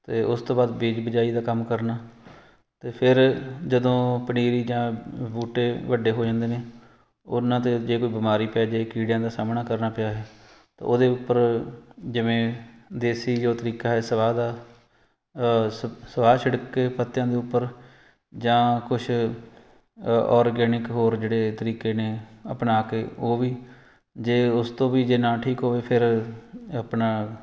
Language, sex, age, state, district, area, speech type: Punjabi, male, 45-60, Punjab, Fatehgarh Sahib, urban, spontaneous